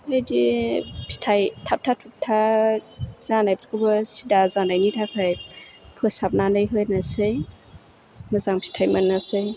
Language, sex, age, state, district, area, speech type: Bodo, female, 30-45, Assam, Chirang, urban, spontaneous